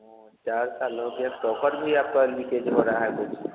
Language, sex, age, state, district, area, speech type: Hindi, male, 30-45, Bihar, Vaishali, rural, conversation